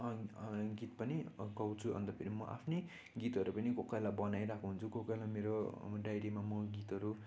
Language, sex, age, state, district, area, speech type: Nepali, male, 18-30, West Bengal, Darjeeling, rural, spontaneous